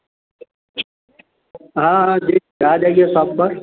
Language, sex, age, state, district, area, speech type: Hindi, male, 18-30, Uttar Pradesh, Azamgarh, rural, conversation